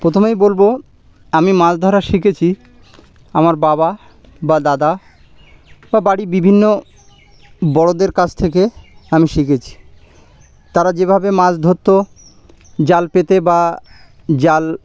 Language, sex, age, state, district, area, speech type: Bengali, male, 30-45, West Bengal, Birbhum, urban, spontaneous